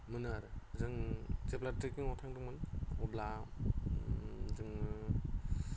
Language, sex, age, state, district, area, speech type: Bodo, male, 30-45, Assam, Goalpara, rural, spontaneous